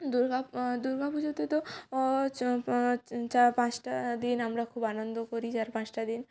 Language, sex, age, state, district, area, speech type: Bengali, female, 18-30, West Bengal, Jalpaiguri, rural, spontaneous